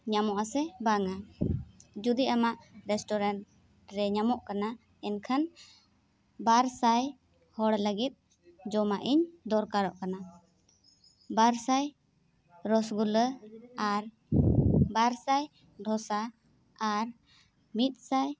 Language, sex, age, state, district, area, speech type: Santali, female, 18-30, Jharkhand, Seraikela Kharsawan, rural, spontaneous